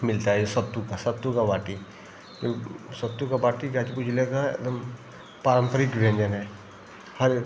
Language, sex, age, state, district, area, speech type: Hindi, male, 30-45, Uttar Pradesh, Ghazipur, urban, spontaneous